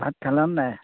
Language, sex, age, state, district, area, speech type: Assamese, male, 60+, Assam, Majuli, urban, conversation